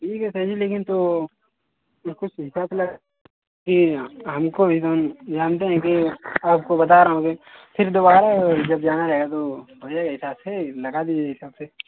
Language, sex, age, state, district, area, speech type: Hindi, male, 18-30, Uttar Pradesh, Mau, rural, conversation